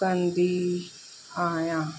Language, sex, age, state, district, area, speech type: Sindhi, female, 30-45, Rajasthan, Ajmer, urban, spontaneous